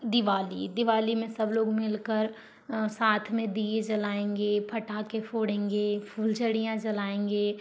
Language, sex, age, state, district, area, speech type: Hindi, female, 45-60, Madhya Pradesh, Balaghat, rural, spontaneous